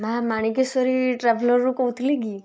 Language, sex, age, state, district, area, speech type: Odia, female, 18-30, Odisha, Kalahandi, rural, spontaneous